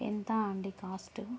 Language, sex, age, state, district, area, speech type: Telugu, female, 30-45, Andhra Pradesh, Visakhapatnam, urban, spontaneous